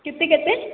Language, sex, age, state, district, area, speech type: Odia, female, 18-30, Odisha, Kendrapara, urban, conversation